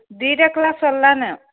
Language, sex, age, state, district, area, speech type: Odia, female, 30-45, Odisha, Kalahandi, rural, conversation